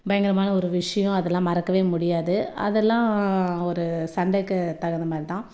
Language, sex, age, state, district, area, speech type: Tamil, female, 30-45, Tamil Nadu, Tirupattur, rural, spontaneous